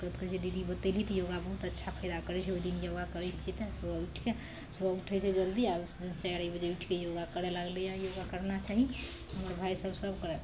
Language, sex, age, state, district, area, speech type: Maithili, female, 30-45, Bihar, Araria, rural, spontaneous